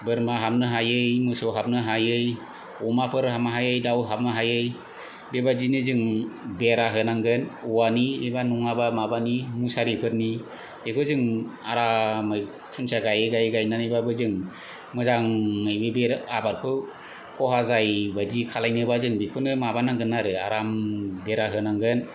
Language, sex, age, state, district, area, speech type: Bodo, male, 30-45, Assam, Kokrajhar, rural, spontaneous